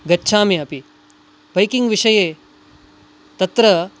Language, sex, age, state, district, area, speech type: Sanskrit, male, 18-30, Karnataka, Dakshina Kannada, urban, spontaneous